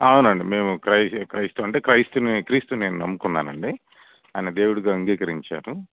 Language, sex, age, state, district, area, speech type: Telugu, male, 30-45, Andhra Pradesh, Bapatla, urban, conversation